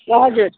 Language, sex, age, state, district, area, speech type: Nepali, female, 45-60, West Bengal, Jalpaiguri, urban, conversation